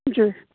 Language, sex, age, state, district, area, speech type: Urdu, male, 30-45, Bihar, Purnia, rural, conversation